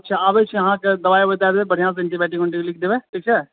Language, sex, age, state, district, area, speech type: Maithili, male, 18-30, Bihar, Purnia, urban, conversation